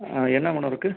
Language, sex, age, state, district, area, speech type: Tamil, male, 60+, Tamil Nadu, Ariyalur, rural, conversation